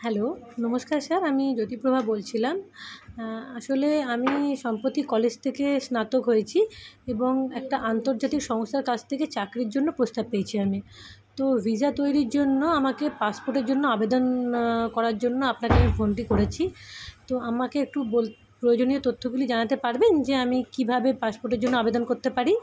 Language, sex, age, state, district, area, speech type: Bengali, female, 30-45, West Bengal, Kolkata, urban, spontaneous